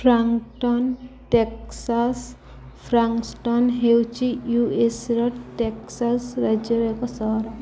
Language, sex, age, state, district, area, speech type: Odia, female, 30-45, Odisha, Subarnapur, urban, read